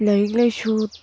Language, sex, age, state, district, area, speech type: Manipuri, female, 18-30, Manipur, Tengnoupal, rural, spontaneous